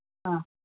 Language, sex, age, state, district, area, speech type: Manipuri, female, 45-60, Manipur, Imphal East, rural, conversation